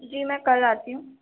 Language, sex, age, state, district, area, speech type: Urdu, female, 18-30, Delhi, East Delhi, urban, conversation